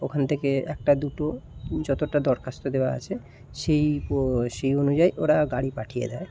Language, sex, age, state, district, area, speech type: Bengali, male, 18-30, West Bengal, Kolkata, urban, spontaneous